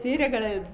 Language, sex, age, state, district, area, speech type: Kannada, female, 60+, Karnataka, Mysore, rural, spontaneous